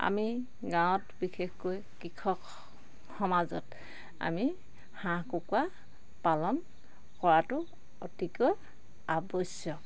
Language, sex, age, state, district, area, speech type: Assamese, female, 45-60, Assam, Charaideo, rural, spontaneous